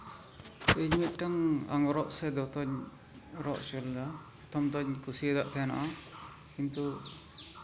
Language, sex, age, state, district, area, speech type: Santali, male, 30-45, West Bengal, Malda, rural, spontaneous